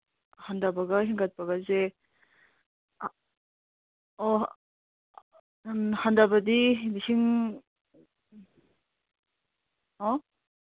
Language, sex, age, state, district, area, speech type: Manipuri, female, 30-45, Manipur, Imphal East, rural, conversation